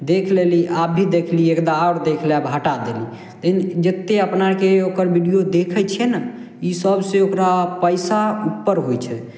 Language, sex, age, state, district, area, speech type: Maithili, male, 18-30, Bihar, Samastipur, rural, spontaneous